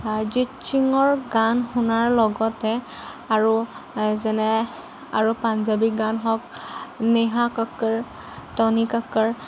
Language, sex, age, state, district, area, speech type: Assamese, female, 18-30, Assam, Lakhimpur, rural, spontaneous